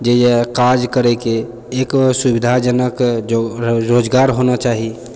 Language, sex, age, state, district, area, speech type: Maithili, male, 30-45, Bihar, Purnia, rural, spontaneous